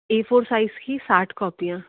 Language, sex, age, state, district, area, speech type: Hindi, female, 18-30, Madhya Pradesh, Bhopal, urban, conversation